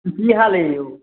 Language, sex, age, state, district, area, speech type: Maithili, male, 18-30, Bihar, Samastipur, rural, conversation